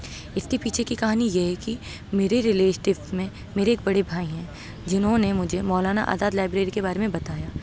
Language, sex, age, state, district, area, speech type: Urdu, female, 30-45, Uttar Pradesh, Aligarh, urban, spontaneous